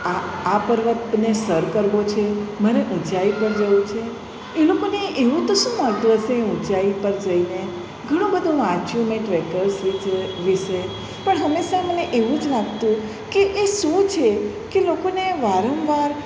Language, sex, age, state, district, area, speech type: Gujarati, female, 45-60, Gujarat, Surat, urban, spontaneous